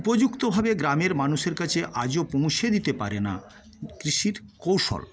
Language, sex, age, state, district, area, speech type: Bengali, male, 60+, West Bengal, Paschim Medinipur, rural, spontaneous